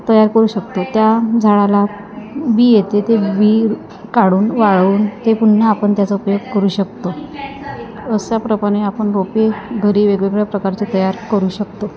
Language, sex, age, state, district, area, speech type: Marathi, female, 30-45, Maharashtra, Wardha, rural, spontaneous